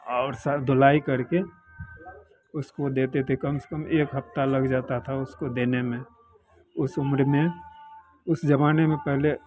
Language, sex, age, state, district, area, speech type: Hindi, male, 60+, Bihar, Madhepura, rural, spontaneous